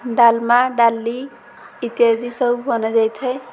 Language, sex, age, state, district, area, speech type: Odia, female, 18-30, Odisha, Ganjam, urban, spontaneous